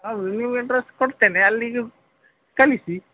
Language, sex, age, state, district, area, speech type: Kannada, male, 45-60, Karnataka, Dakshina Kannada, urban, conversation